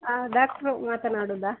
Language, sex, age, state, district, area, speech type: Kannada, female, 60+, Karnataka, Dakshina Kannada, rural, conversation